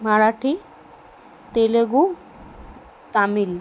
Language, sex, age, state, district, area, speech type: Bengali, female, 30-45, West Bengal, Kolkata, urban, spontaneous